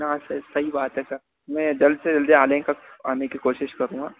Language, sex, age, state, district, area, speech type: Hindi, male, 30-45, Madhya Pradesh, Harda, urban, conversation